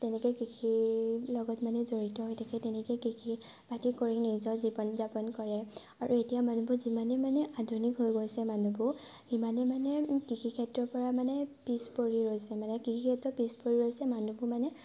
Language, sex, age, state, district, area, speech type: Assamese, female, 18-30, Assam, Sivasagar, urban, spontaneous